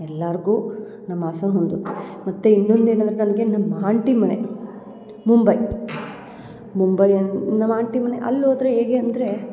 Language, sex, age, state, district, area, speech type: Kannada, female, 30-45, Karnataka, Hassan, urban, spontaneous